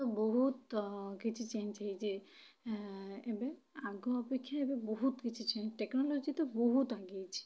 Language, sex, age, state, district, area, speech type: Odia, female, 30-45, Odisha, Bhadrak, rural, spontaneous